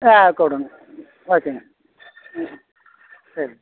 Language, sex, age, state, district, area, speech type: Tamil, male, 60+, Tamil Nadu, Madurai, rural, conversation